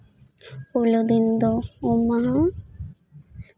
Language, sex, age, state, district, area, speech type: Santali, female, 18-30, West Bengal, Purulia, rural, spontaneous